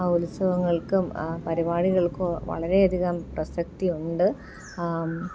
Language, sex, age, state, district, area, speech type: Malayalam, female, 30-45, Kerala, Thiruvananthapuram, urban, spontaneous